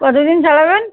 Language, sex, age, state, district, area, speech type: Bengali, female, 30-45, West Bengal, Uttar Dinajpur, urban, conversation